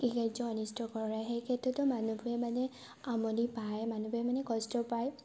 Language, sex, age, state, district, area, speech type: Assamese, female, 18-30, Assam, Sivasagar, urban, spontaneous